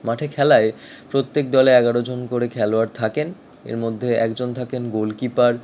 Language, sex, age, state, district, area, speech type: Bengali, male, 18-30, West Bengal, Howrah, urban, spontaneous